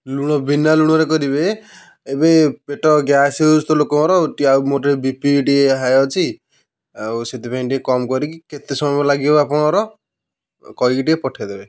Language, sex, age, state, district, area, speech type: Odia, male, 30-45, Odisha, Kendujhar, urban, spontaneous